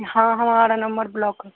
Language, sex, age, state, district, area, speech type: Hindi, male, 18-30, Bihar, Darbhanga, rural, conversation